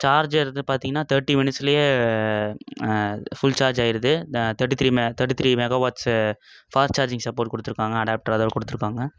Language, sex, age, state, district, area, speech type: Tamil, male, 18-30, Tamil Nadu, Coimbatore, urban, spontaneous